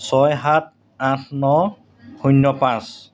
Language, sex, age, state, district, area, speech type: Assamese, male, 45-60, Assam, Golaghat, urban, spontaneous